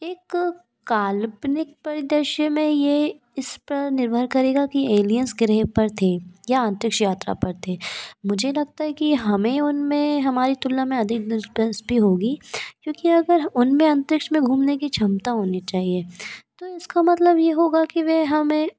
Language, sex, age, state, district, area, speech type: Hindi, female, 45-60, Madhya Pradesh, Bhopal, urban, spontaneous